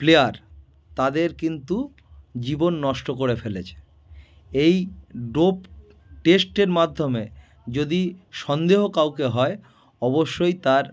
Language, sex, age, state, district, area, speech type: Bengali, male, 30-45, West Bengal, North 24 Parganas, urban, spontaneous